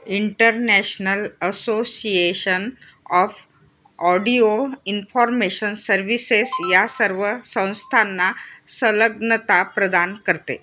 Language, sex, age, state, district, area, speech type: Marathi, female, 60+, Maharashtra, Nagpur, urban, read